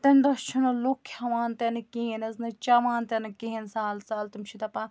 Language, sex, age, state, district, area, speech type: Kashmiri, female, 18-30, Jammu and Kashmir, Bandipora, rural, spontaneous